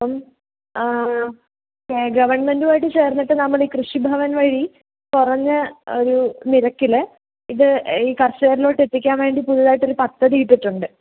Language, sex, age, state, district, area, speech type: Malayalam, female, 18-30, Kerala, Pathanamthitta, rural, conversation